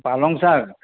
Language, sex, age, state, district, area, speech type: Bengali, male, 60+, West Bengal, Paschim Bardhaman, rural, conversation